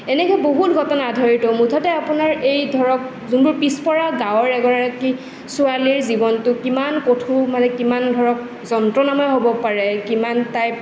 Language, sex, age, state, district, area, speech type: Assamese, female, 18-30, Assam, Nalbari, rural, spontaneous